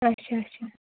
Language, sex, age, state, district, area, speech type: Kashmiri, female, 30-45, Jammu and Kashmir, Ganderbal, rural, conversation